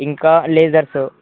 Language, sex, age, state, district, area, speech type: Telugu, male, 18-30, Telangana, Nalgonda, urban, conversation